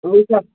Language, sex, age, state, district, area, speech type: Kashmiri, male, 30-45, Jammu and Kashmir, Baramulla, rural, conversation